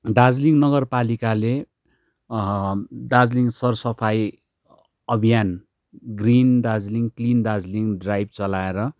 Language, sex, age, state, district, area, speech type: Nepali, male, 30-45, West Bengal, Darjeeling, rural, spontaneous